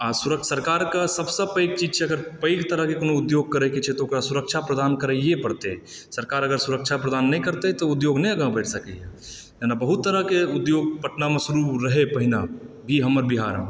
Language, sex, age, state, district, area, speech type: Maithili, male, 18-30, Bihar, Supaul, urban, spontaneous